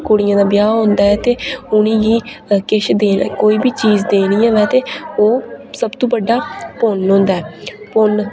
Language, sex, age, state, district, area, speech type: Dogri, female, 18-30, Jammu and Kashmir, Reasi, rural, spontaneous